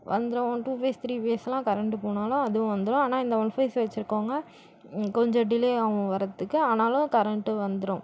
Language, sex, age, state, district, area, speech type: Tamil, female, 18-30, Tamil Nadu, Tiruvallur, urban, spontaneous